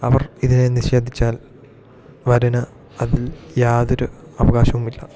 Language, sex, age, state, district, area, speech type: Malayalam, male, 18-30, Kerala, Idukki, rural, spontaneous